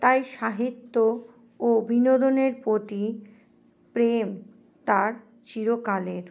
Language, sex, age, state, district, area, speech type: Bengali, female, 60+, West Bengal, Paschim Bardhaman, urban, spontaneous